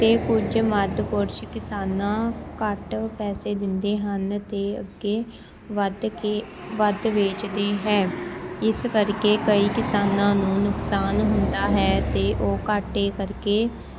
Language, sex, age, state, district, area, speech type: Punjabi, female, 18-30, Punjab, Shaheed Bhagat Singh Nagar, rural, spontaneous